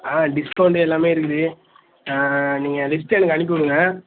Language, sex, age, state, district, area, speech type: Tamil, male, 18-30, Tamil Nadu, Nagapattinam, rural, conversation